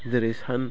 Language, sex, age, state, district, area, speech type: Bodo, male, 18-30, Assam, Baksa, rural, spontaneous